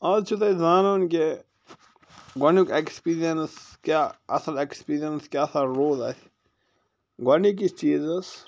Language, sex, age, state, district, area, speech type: Kashmiri, male, 45-60, Jammu and Kashmir, Bandipora, rural, spontaneous